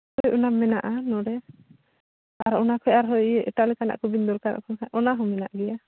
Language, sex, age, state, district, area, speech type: Santali, female, 30-45, Jharkhand, Seraikela Kharsawan, rural, conversation